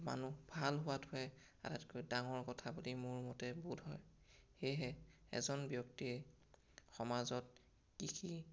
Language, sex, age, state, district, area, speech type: Assamese, male, 18-30, Assam, Sonitpur, rural, spontaneous